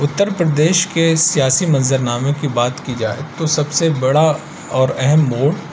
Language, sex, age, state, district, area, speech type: Urdu, male, 30-45, Uttar Pradesh, Aligarh, urban, spontaneous